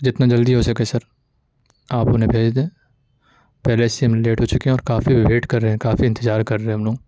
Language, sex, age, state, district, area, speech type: Urdu, male, 18-30, Uttar Pradesh, Ghaziabad, urban, spontaneous